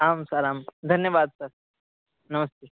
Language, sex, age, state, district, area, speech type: Sanskrit, male, 18-30, Odisha, Bargarh, rural, conversation